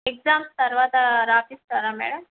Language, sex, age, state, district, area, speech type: Telugu, female, 18-30, Andhra Pradesh, Visakhapatnam, urban, conversation